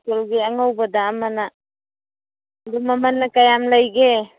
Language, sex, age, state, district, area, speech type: Manipuri, female, 45-60, Manipur, Churachandpur, rural, conversation